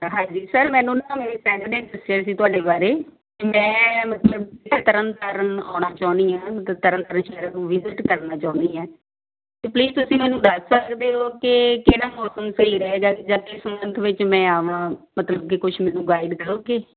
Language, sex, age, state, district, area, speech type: Punjabi, female, 30-45, Punjab, Tarn Taran, urban, conversation